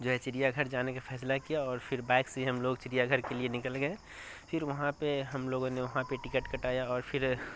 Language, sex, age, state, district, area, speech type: Urdu, male, 18-30, Bihar, Darbhanga, rural, spontaneous